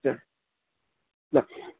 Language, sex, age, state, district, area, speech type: Kannada, male, 18-30, Karnataka, Shimoga, rural, conversation